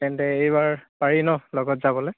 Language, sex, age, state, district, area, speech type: Assamese, male, 18-30, Assam, Charaideo, rural, conversation